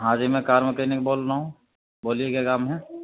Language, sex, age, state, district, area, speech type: Urdu, male, 30-45, Uttar Pradesh, Gautam Buddha Nagar, urban, conversation